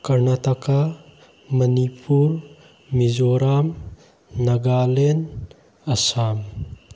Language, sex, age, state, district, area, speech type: Manipuri, male, 18-30, Manipur, Bishnupur, rural, spontaneous